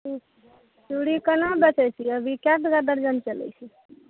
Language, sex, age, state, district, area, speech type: Maithili, male, 30-45, Bihar, Araria, rural, conversation